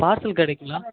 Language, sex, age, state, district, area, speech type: Tamil, male, 18-30, Tamil Nadu, Erode, rural, conversation